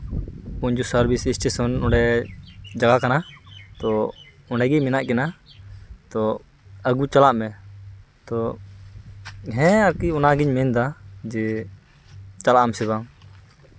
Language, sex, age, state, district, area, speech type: Santali, male, 18-30, West Bengal, Uttar Dinajpur, rural, spontaneous